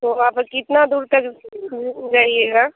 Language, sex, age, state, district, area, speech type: Hindi, female, 30-45, Bihar, Muzaffarpur, rural, conversation